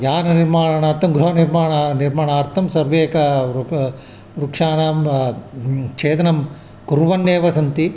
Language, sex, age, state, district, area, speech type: Sanskrit, male, 60+, Andhra Pradesh, Visakhapatnam, urban, spontaneous